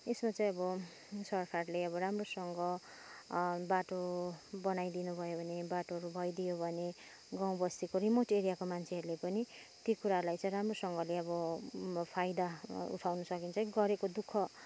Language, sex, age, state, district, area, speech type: Nepali, female, 30-45, West Bengal, Kalimpong, rural, spontaneous